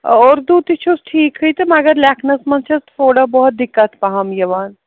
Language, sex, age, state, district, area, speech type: Kashmiri, female, 30-45, Jammu and Kashmir, Srinagar, urban, conversation